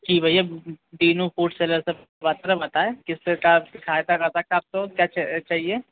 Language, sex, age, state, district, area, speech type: Hindi, male, 60+, Madhya Pradesh, Bhopal, urban, conversation